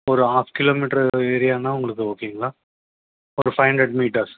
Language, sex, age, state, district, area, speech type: Tamil, male, 30-45, Tamil Nadu, Salem, urban, conversation